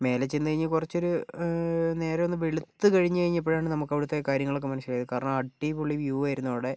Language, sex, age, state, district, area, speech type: Malayalam, male, 45-60, Kerala, Kozhikode, urban, spontaneous